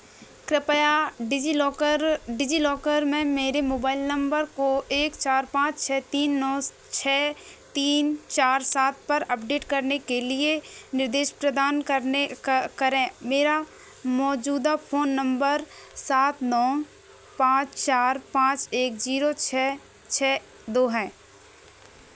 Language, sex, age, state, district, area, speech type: Hindi, female, 18-30, Madhya Pradesh, Seoni, urban, read